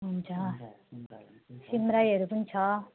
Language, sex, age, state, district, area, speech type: Nepali, female, 45-60, West Bengal, Jalpaiguri, rural, conversation